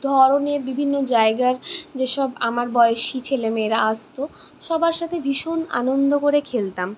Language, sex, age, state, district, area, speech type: Bengali, female, 60+, West Bengal, Purulia, urban, spontaneous